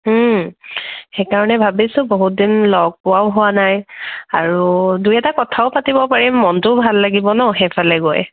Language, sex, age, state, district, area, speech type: Assamese, female, 30-45, Assam, Dibrugarh, rural, conversation